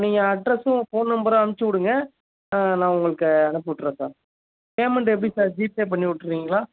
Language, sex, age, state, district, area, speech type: Tamil, male, 30-45, Tamil Nadu, Thanjavur, rural, conversation